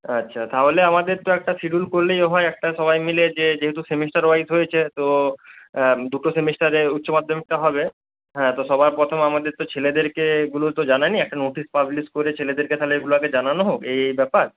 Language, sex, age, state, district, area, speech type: Bengali, male, 30-45, West Bengal, Bankura, urban, conversation